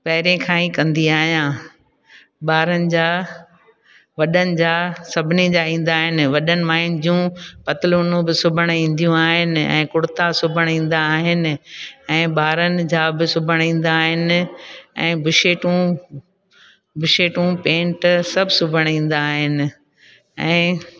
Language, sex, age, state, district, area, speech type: Sindhi, female, 60+, Gujarat, Junagadh, rural, spontaneous